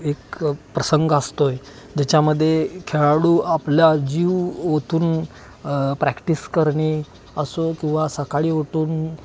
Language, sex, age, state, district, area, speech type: Marathi, male, 30-45, Maharashtra, Kolhapur, urban, spontaneous